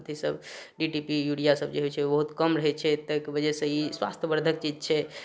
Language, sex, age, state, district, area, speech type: Maithili, male, 30-45, Bihar, Darbhanga, rural, spontaneous